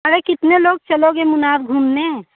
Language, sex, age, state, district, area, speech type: Hindi, female, 30-45, Uttar Pradesh, Prayagraj, urban, conversation